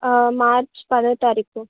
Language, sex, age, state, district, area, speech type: Telugu, female, 18-30, Telangana, Ranga Reddy, rural, conversation